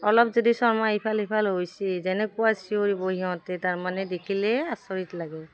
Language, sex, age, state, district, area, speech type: Assamese, female, 45-60, Assam, Udalguri, rural, spontaneous